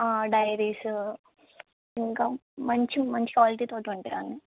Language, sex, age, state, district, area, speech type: Telugu, female, 18-30, Telangana, Sangareddy, urban, conversation